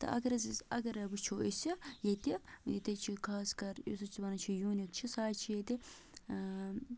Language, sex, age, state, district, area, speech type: Kashmiri, female, 18-30, Jammu and Kashmir, Bandipora, rural, spontaneous